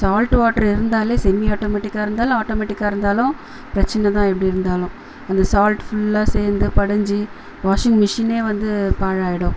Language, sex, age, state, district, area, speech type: Tamil, female, 30-45, Tamil Nadu, Chennai, urban, spontaneous